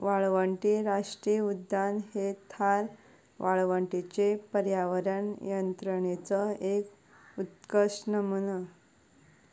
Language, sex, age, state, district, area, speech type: Goan Konkani, female, 18-30, Goa, Canacona, rural, read